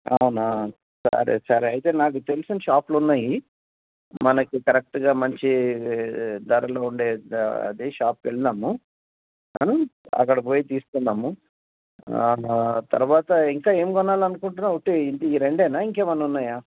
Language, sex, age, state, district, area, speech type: Telugu, male, 60+, Telangana, Hyderabad, rural, conversation